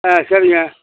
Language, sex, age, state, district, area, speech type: Tamil, male, 60+, Tamil Nadu, Madurai, rural, conversation